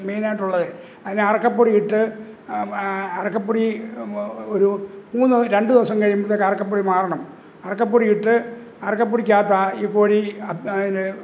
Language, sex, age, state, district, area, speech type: Malayalam, male, 60+, Kerala, Kottayam, rural, spontaneous